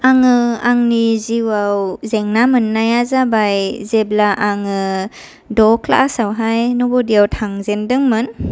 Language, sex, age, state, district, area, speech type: Bodo, female, 18-30, Assam, Kokrajhar, rural, spontaneous